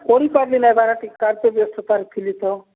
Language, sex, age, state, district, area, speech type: Odia, male, 45-60, Odisha, Nabarangpur, rural, conversation